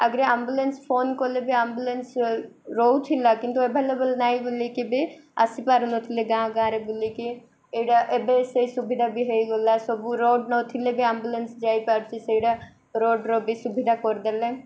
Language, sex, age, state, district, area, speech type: Odia, female, 18-30, Odisha, Koraput, urban, spontaneous